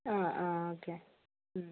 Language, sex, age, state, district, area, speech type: Malayalam, female, 60+, Kerala, Wayanad, rural, conversation